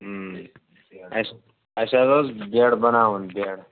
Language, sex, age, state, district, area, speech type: Kashmiri, male, 45-60, Jammu and Kashmir, Budgam, urban, conversation